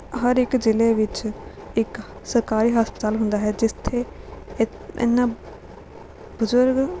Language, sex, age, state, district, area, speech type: Punjabi, female, 18-30, Punjab, Rupnagar, rural, spontaneous